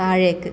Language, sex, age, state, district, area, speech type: Malayalam, female, 30-45, Kerala, Kasaragod, rural, read